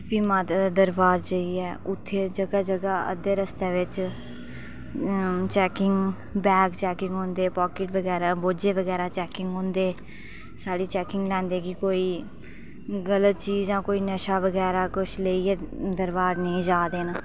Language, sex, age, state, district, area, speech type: Dogri, female, 30-45, Jammu and Kashmir, Reasi, rural, spontaneous